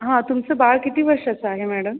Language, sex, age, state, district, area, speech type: Marathi, female, 18-30, Maharashtra, Buldhana, rural, conversation